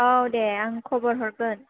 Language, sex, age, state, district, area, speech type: Bodo, female, 18-30, Assam, Chirang, urban, conversation